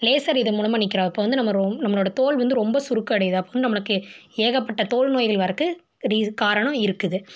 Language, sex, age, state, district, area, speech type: Tamil, female, 18-30, Tamil Nadu, Tiruppur, rural, spontaneous